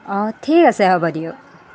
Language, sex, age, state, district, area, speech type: Assamese, female, 45-60, Assam, Jorhat, urban, spontaneous